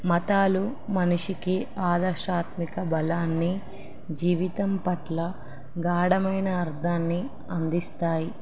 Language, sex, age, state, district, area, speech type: Telugu, female, 18-30, Telangana, Nizamabad, urban, spontaneous